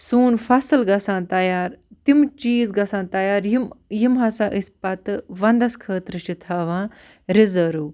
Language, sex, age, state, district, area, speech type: Kashmiri, other, 18-30, Jammu and Kashmir, Baramulla, rural, spontaneous